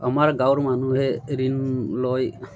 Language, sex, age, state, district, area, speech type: Assamese, male, 30-45, Assam, Barpeta, rural, spontaneous